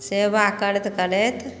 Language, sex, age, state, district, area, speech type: Maithili, female, 60+, Bihar, Madhubani, rural, spontaneous